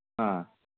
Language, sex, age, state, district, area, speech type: Manipuri, male, 18-30, Manipur, Churachandpur, rural, conversation